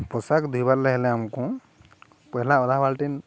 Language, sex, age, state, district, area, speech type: Odia, male, 30-45, Odisha, Balangir, urban, spontaneous